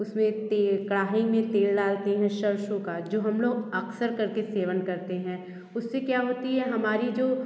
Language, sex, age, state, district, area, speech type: Hindi, female, 30-45, Uttar Pradesh, Bhadohi, urban, spontaneous